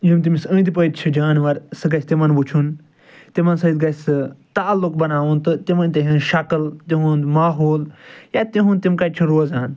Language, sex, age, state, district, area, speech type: Kashmiri, male, 60+, Jammu and Kashmir, Srinagar, urban, spontaneous